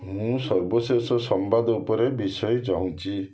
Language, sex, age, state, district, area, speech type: Odia, male, 45-60, Odisha, Balasore, rural, read